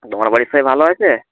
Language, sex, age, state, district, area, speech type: Bengali, male, 45-60, West Bengal, Nadia, rural, conversation